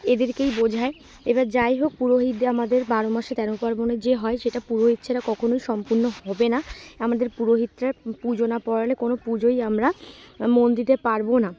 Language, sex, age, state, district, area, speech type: Bengali, female, 18-30, West Bengal, Dakshin Dinajpur, urban, spontaneous